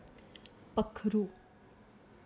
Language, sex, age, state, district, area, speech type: Dogri, female, 30-45, Jammu and Kashmir, Kathua, rural, read